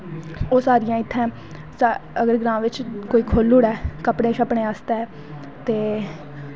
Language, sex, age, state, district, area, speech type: Dogri, female, 18-30, Jammu and Kashmir, Udhampur, rural, spontaneous